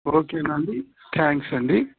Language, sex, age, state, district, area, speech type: Telugu, male, 60+, Telangana, Warangal, urban, conversation